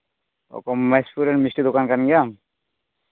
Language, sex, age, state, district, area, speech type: Santali, male, 18-30, Jharkhand, Pakur, rural, conversation